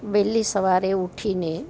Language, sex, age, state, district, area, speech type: Gujarati, female, 45-60, Gujarat, Amreli, urban, spontaneous